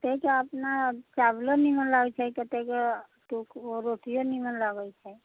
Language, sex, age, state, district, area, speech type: Maithili, female, 45-60, Bihar, Sitamarhi, rural, conversation